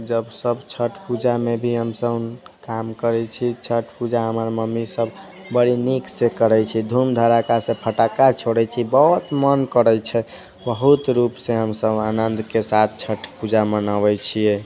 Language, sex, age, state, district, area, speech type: Maithili, male, 18-30, Bihar, Sitamarhi, urban, spontaneous